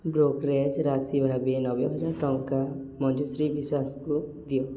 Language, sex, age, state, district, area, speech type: Odia, male, 18-30, Odisha, Subarnapur, urban, read